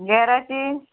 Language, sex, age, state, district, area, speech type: Goan Konkani, female, 30-45, Goa, Murmgao, rural, conversation